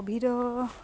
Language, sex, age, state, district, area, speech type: Assamese, female, 45-60, Assam, Dibrugarh, rural, spontaneous